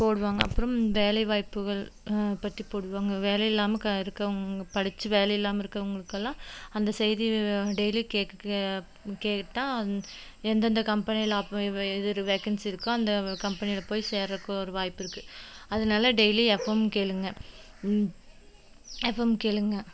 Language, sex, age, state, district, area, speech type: Tamil, female, 30-45, Tamil Nadu, Coimbatore, rural, spontaneous